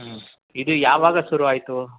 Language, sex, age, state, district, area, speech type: Kannada, male, 45-60, Karnataka, Mysore, rural, conversation